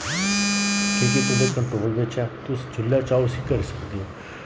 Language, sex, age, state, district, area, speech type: Dogri, male, 30-45, Jammu and Kashmir, Jammu, rural, spontaneous